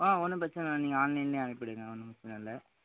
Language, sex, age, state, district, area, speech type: Tamil, male, 18-30, Tamil Nadu, Tiruvarur, urban, conversation